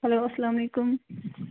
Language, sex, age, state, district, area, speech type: Kashmiri, female, 18-30, Jammu and Kashmir, Bandipora, rural, conversation